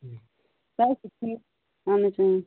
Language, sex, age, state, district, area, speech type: Kashmiri, female, 30-45, Jammu and Kashmir, Bandipora, rural, conversation